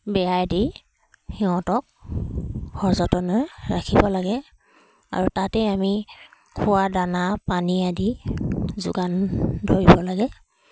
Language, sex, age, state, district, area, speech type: Assamese, female, 45-60, Assam, Charaideo, rural, spontaneous